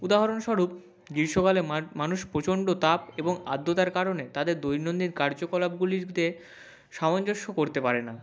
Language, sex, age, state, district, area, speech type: Bengali, male, 45-60, West Bengal, Nadia, rural, spontaneous